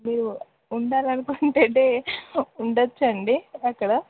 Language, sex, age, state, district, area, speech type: Telugu, female, 18-30, Andhra Pradesh, Srikakulam, urban, conversation